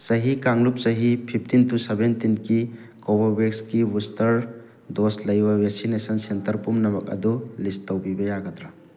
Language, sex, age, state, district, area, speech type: Manipuri, male, 30-45, Manipur, Thoubal, rural, read